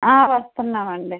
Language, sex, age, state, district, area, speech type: Telugu, female, 45-60, Andhra Pradesh, West Godavari, rural, conversation